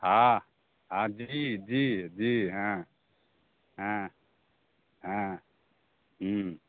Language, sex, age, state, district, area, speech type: Maithili, male, 45-60, Bihar, Begusarai, rural, conversation